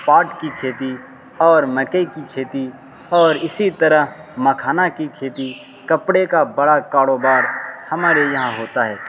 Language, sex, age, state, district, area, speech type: Urdu, male, 30-45, Bihar, Araria, rural, spontaneous